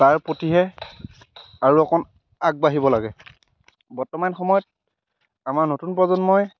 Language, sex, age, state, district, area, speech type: Assamese, male, 18-30, Assam, Majuli, urban, spontaneous